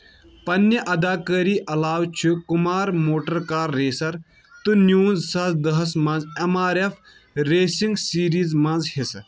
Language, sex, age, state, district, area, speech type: Kashmiri, male, 18-30, Jammu and Kashmir, Kulgam, rural, read